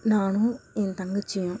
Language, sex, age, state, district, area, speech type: Tamil, female, 30-45, Tamil Nadu, Perambalur, rural, spontaneous